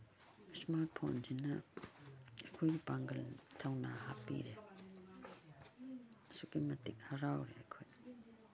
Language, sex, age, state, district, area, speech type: Manipuri, female, 60+, Manipur, Imphal East, rural, spontaneous